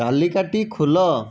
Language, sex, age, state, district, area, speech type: Odia, male, 45-60, Odisha, Jajpur, rural, read